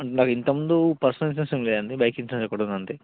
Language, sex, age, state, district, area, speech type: Telugu, male, 45-60, Telangana, Peddapalli, urban, conversation